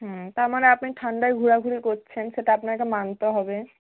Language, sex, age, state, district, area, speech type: Bengali, female, 60+, West Bengal, Nadia, urban, conversation